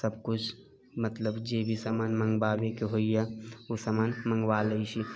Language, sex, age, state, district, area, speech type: Maithili, male, 45-60, Bihar, Sitamarhi, rural, spontaneous